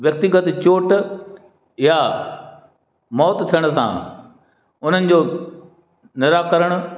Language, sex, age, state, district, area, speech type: Sindhi, male, 60+, Madhya Pradesh, Katni, urban, spontaneous